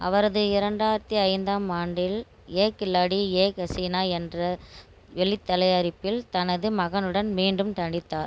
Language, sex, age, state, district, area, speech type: Tamil, female, 45-60, Tamil Nadu, Tiruchirappalli, rural, read